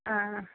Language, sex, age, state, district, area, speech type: Malayalam, female, 45-60, Kerala, Kozhikode, urban, conversation